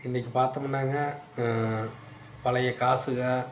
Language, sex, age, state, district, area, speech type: Tamil, male, 45-60, Tamil Nadu, Tiruppur, urban, spontaneous